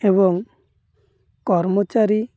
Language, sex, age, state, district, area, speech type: Odia, male, 30-45, Odisha, Malkangiri, urban, read